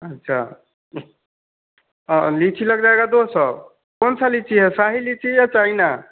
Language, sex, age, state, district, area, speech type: Hindi, male, 18-30, Bihar, Vaishali, urban, conversation